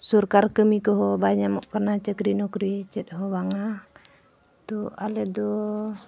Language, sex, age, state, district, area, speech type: Santali, female, 45-60, Jharkhand, Bokaro, rural, spontaneous